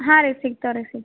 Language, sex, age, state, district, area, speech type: Kannada, female, 18-30, Karnataka, Gulbarga, urban, conversation